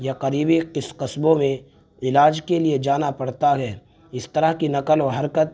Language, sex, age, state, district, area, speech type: Urdu, male, 18-30, Uttar Pradesh, Saharanpur, urban, spontaneous